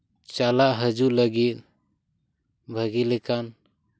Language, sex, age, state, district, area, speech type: Santali, male, 18-30, West Bengal, Purba Bardhaman, rural, spontaneous